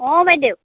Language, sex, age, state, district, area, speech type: Assamese, female, 60+, Assam, Darrang, rural, conversation